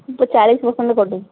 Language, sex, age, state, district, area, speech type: Odia, female, 30-45, Odisha, Sambalpur, rural, conversation